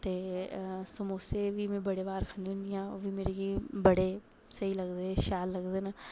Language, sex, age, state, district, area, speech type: Dogri, female, 18-30, Jammu and Kashmir, Reasi, rural, spontaneous